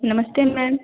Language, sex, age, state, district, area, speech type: Hindi, female, 18-30, Uttar Pradesh, Varanasi, urban, conversation